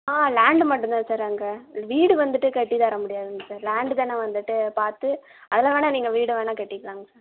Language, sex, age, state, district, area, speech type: Tamil, female, 18-30, Tamil Nadu, Tiruvallur, urban, conversation